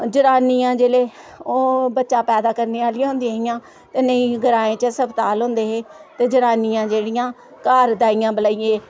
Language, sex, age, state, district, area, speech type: Dogri, female, 45-60, Jammu and Kashmir, Samba, rural, spontaneous